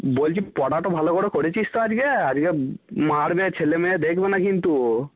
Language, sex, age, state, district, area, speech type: Bengali, male, 18-30, West Bengal, Cooch Behar, rural, conversation